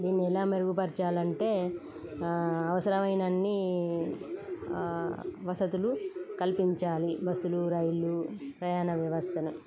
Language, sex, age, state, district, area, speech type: Telugu, female, 30-45, Telangana, Peddapalli, rural, spontaneous